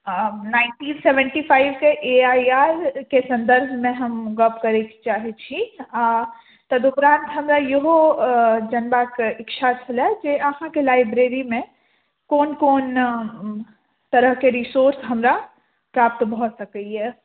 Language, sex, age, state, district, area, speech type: Maithili, female, 60+, Bihar, Madhubani, rural, conversation